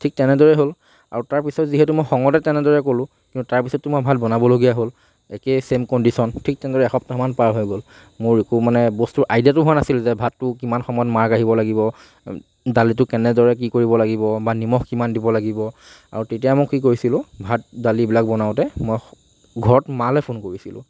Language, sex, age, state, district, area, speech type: Assamese, male, 45-60, Assam, Morigaon, rural, spontaneous